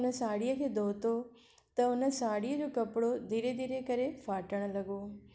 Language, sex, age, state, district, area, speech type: Sindhi, female, 60+, Maharashtra, Thane, urban, spontaneous